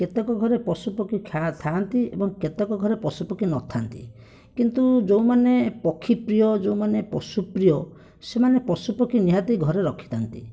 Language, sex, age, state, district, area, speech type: Odia, male, 30-45, Odisha, Bhadrak, rural, spontaneous